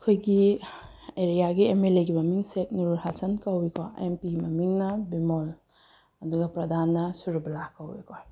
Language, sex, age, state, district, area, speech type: Manipuri, female, 30-45, Manipur, Bishnupur, rural, spontaneous